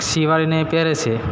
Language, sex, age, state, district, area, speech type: Gujarati, male, 30-45, Gujarat, Narmada, rural, spontaneous